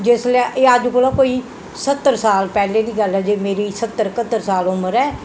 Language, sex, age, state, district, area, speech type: Dogri, female, 60+, Jammu and Kashmir, Reasi, urban, spontaneous